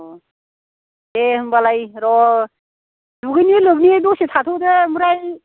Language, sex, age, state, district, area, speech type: Bodo, female, 45-60, Assam, Baksa, rural, conversation